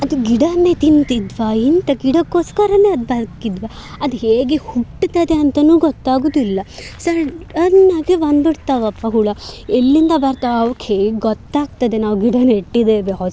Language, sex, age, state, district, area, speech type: Kannada, female, 18-30, Karnataka, Dakshina Kannada, urban, spontaneous